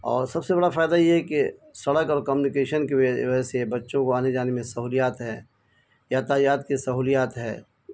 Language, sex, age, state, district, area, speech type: Urdu, male, 45-60, Bihar, Araria, rural, spontaneous